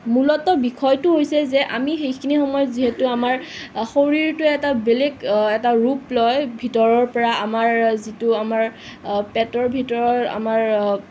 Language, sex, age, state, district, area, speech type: Assamese, female, 18-30, Assam, Nalbari, rural, spontaneous